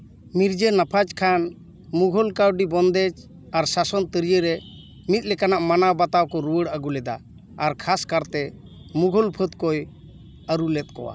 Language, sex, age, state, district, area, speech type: Santali, male, 45-60, West Bengal, Paschim Bardhaman, urban, read